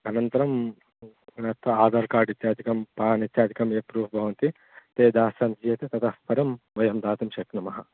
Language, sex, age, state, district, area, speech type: Sanskrit, male, 18-30, Andhra Pradesh, Guntur, urban, conversation